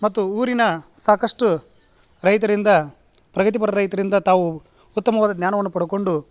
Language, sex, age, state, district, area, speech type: Kannada, male, 45-60, Karnataka, Gadag, rural, spontaneous